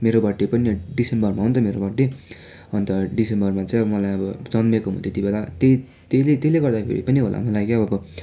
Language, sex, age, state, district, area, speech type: Nepali, male, 18-30, West Bengal, Darjeeling, rural, spontaneous